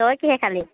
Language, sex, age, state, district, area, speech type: Assamese, female, 30-45, Assam, Lakhimpur, rural, conversation